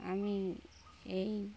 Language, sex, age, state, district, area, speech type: Bengali, female, 60+, West Bengal, Darjeeling, rural, spontaneous